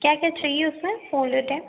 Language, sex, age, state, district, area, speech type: Hindi, female, 18-30, Uttar Pradesh, Ghazipur, rural, conversation